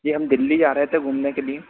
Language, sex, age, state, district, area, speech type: Hindi, male, 30-45, Madhya Pradesh, Harda, urban, conversation